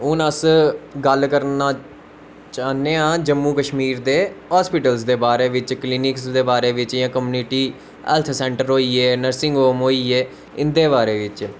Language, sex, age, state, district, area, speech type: Dogri, male, 18-30, Jammu and Kashmir, Udhampur, urban, spontaneous